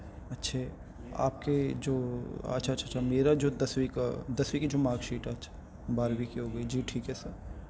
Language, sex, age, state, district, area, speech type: Urdu, male, 18-30, Delhi, North East Delhi, urban, spontaneous